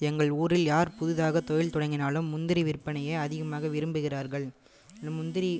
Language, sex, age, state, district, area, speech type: Tamil, male, 18-30, Tamil Nadu, Cuddalore, rural, spontaneous